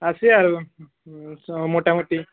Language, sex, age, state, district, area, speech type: Assamese, male, 18-30, Assam, Barpeta, rural, conversation